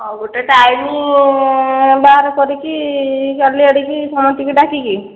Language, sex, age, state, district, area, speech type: Odia, female, 30-45, Odisha, Khordha, rural, conversation